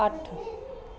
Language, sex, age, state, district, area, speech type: Punjabi, female, 30-45, Punjab, Pathankot, rural, read